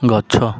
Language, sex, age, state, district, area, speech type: Odia, male, 18-30, Odisha, Koraput, urban, read